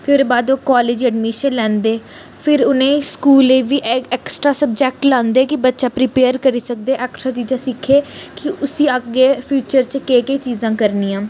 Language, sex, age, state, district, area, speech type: Dogri, female, 18-30, Jammu and Kashmir, Reasi, urban, spontaneous